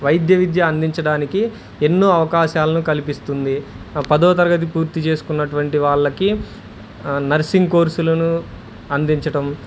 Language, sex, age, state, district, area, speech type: Telugu, male, 30-45, Andhra Pradesh, Guntur, urban, spontaneous